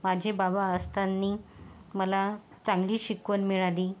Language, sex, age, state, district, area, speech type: Marathi, female, 30-45, Maharashtra, Yavatmal, urban, spontaneous